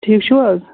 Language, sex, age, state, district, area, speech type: Kashmiri, male, 30-45, Jammu and Kashmir, Pulwama, rural, conversation